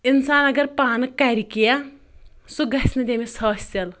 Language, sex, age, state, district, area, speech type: Kashmiri, female, 30-45, Jammu and Kashmir, Anantnag, rural, spontaneous